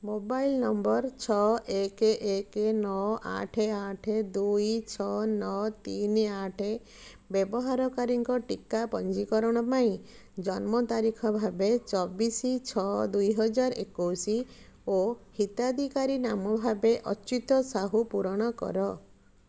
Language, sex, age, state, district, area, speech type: Odia, female, 45-60, Odisha, Puri, urban, read